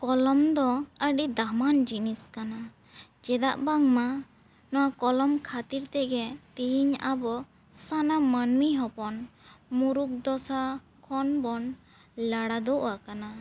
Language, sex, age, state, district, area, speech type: Santali, female, 18-30, West Bengal, Bankura, rural, spontaneous